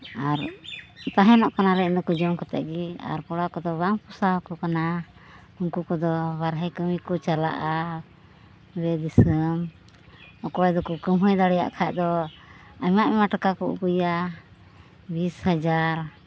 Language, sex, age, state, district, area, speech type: Santali, female, 45-60, West Bengal, Uttar Dinajpur, rural, spontaneous